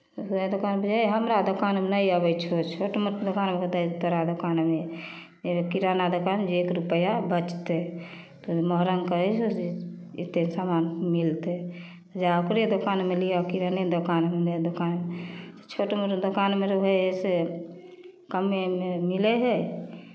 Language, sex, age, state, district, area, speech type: Maithili, female, 45-60, Bihar, Samastipur, rural, spontaneous